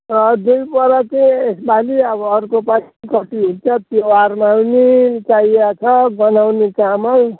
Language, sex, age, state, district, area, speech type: Nepali, male, 45-60, West Bengal, Darjeeling, rural, conversation